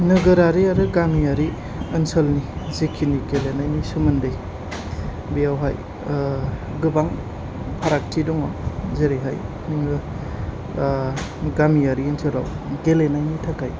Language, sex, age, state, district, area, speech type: Bodo, male, 30-45, Assam, Chirang, rural, spontaneous